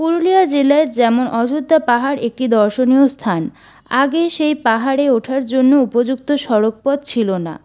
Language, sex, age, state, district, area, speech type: Bengali, female, 18-30, West Bengal, Purulia, urban, spontaneous